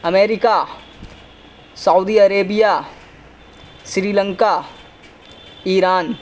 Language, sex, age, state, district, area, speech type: Urdu, male, 18-30, Uttar Pradesh, Shahjahanpur, urban, spontaneous